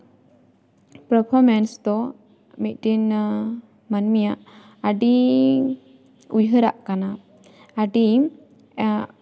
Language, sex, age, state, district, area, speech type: Santali, female, 18-30, West Bengal, Jhargram, rural, spontaneous